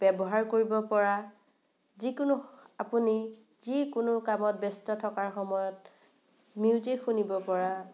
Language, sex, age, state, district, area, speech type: Assamese, female, 18-30, Assam, Morigaon, rural, spontaneous